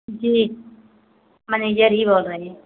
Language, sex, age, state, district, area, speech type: Hindi, female, 30-45, Uttar Pradesh, Pratapgarh, rural, conversation